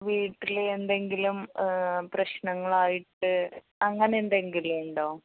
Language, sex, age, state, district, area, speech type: Malayalam, female, 30-45, Kerala, Malappuram, rural, conversation